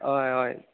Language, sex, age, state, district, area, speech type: Goan Konkani, male, 18-30, Goa, Quepem, rural, conversation